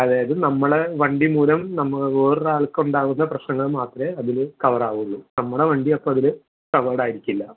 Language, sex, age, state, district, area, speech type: Malayalam, male, 18-30, Kerala, Thrissur, urban, conversation